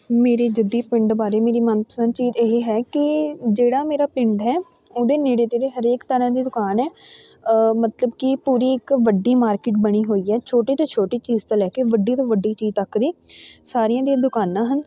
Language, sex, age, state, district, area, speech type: Punjabi, female, 18-30, Punjab, Fatehgarh Sahib, rural, spontaneous